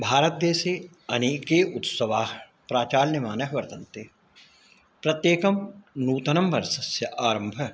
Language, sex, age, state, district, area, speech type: Sanskrit, male, 60+, Uttar Pradesh, Ayodhya, urban, spontaneous